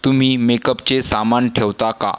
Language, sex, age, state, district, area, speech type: Marathi, male, 18-30, Maharashtra, Washim, rural, read